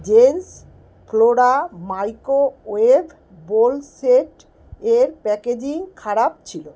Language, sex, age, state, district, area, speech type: Bengali, female, 45-60, West Bengal, Kolkata, urban, read